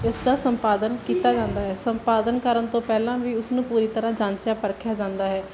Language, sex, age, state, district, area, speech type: Punjabi, female, 18-30, Punjab, Barnala, rural, spontaneous